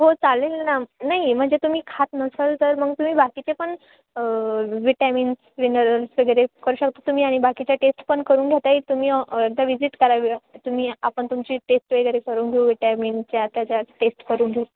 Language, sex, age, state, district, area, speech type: Marathi, female, 18-30, Maharashtra, Ahmednagar, rural, conversation